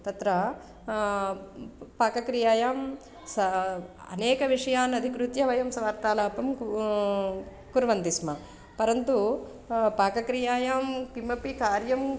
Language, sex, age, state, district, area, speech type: Sanskrit, female, 45-60, Andhra Pradesh, East Godavari, urban, spontaneous